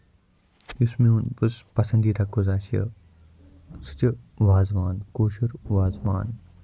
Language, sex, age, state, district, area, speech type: Kashmiri, male, 18-30, Jammu and Kashmir, Kupwara, rural, spontaneous